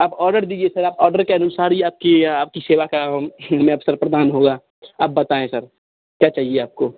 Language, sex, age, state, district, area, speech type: Hindi, male, 30-45, Bihar, Darbhanga, rural, conversation